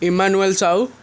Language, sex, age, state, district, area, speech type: Odia, male, 18-30, Odisha, Cuttack, urban, spontaneous